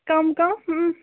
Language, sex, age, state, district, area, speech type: Kashmiri, female, 30-45, Jammu and Kashmir, Budgam, rural, conversation